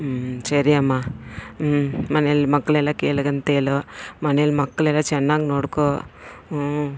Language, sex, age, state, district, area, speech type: Kannada, female, 45-60, Karnataka, Bangalore Rural, rural, spontaneous